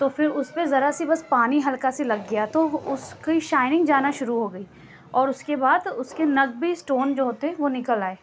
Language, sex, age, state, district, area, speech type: Urdu, female, 18-30, Uttar Pradesh, Lucknow, rural, spontaneous